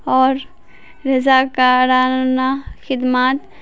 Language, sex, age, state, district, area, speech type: Urdu, female, 18-30, Bihar, Madhubani, urban, spontaneous